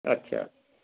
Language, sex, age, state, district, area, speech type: Bengali, male, 60+, West Bengal, Darjeeling, rural, conversation